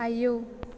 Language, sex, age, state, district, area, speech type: Bodo, female, 18-30, Assam, Chirang, rural, read